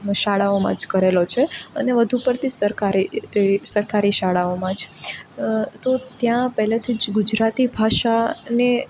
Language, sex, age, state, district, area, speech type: Gujarati, female, 18-30, Gujarat, Rajkot, urban, spontaneous